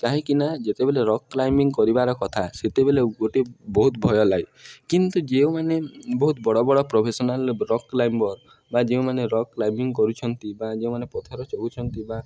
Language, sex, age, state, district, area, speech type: Odia, male, 18-30, Odisha, Nuapada, urban, spontaneous